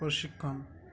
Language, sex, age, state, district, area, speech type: Bengali, male, 18-30, West Bengal, Uttar Dinajpur, urban, spontaneous